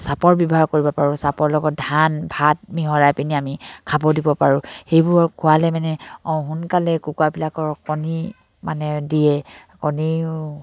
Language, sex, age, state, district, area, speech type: Assamese, female, 45-60, Assam, Dibrugarh, rural, spontaneous